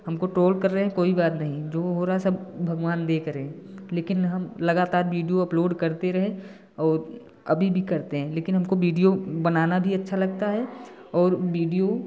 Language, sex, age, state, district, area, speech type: Hindi, male, 18-30, Uttar Pradesh, Prayagraj, rural, spontaneous